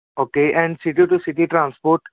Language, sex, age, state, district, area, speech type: Punjabi, male, 18-30, Punjab, Tarn Taran, urban, conversation